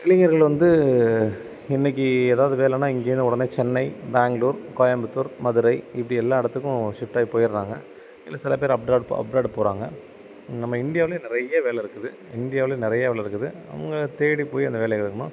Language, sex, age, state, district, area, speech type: Tamil, male, 30-45, Tamil Nadu, Thanjavur, rural, spontaneous